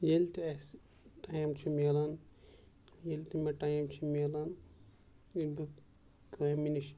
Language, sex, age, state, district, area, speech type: Kashmiri, male, 30-45, Jammu and Kashmir, Bandipora, urban, spontaneous